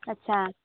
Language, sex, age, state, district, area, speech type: Marathi, female, 18-30, Maharashtra, Gondia, rural, conversation